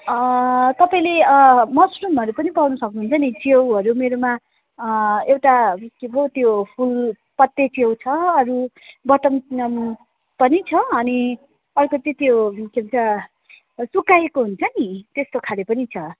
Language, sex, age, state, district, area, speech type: Nepali, female, 30-45, West Bengal, Jalpaiguri, urban, conversation